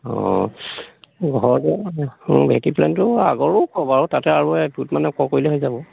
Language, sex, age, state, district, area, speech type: Assamese, male, 45-60, Assam, Majuli, rural, conversation